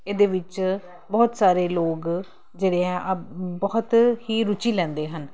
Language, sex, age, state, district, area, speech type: Punjabi, female, 45-60, Punjab, Kapurthala, urban, spontaneous